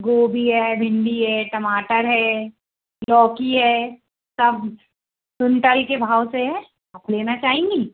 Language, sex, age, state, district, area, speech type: Hindi, female, 30-45, Madhya Pradesh, Bhopal, urban, conversation